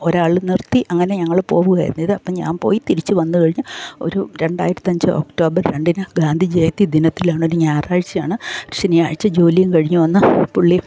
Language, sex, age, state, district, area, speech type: Malayalam, female, 60+, Kerala, Pathanamthitta, rural, spontaneous